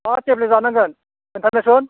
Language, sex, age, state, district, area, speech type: Bodo, male, 60+, Assam, Baksa, rural, conversation